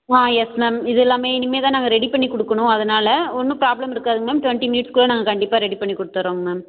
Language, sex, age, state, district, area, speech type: Tamil, female, 30-45, Tamil Nadu, Ariyalur, rural, conversation